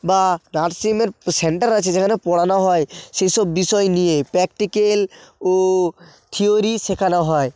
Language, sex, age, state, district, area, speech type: Bengali, male, 30-45, West Bengal, North 24 Parganas, rural, spontaneous